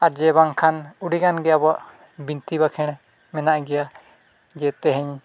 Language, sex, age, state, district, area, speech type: Santali, male, 45-60, Odisha, Mayurbhanj, rural, spontaneous